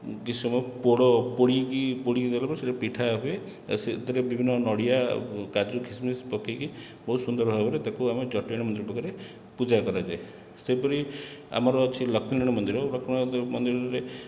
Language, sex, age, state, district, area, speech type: Odia, male, 30-45, Odisha, Khordha, rural, spontaneous